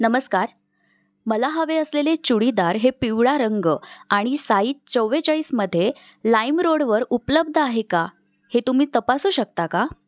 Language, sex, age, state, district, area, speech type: Marathi, female, 18-30, Maharashtra, Pune, urban, read